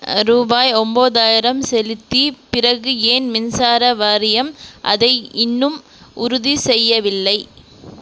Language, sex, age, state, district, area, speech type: Tamil, female, 45-60, Tamil Nadu, Krishnagiri, rural, read